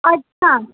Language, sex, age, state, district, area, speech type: Sindhi, female, 30-45, Maharashtra, Mumbai Suburban, urban, conversation